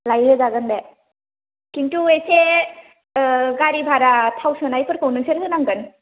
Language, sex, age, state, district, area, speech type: Bodo, female, 18-30, Assam, Kokrajhar, rural, conversation